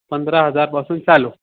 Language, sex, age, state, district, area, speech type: Marathi, male, 18-30, Maharashtra, Nanded, rural, conversation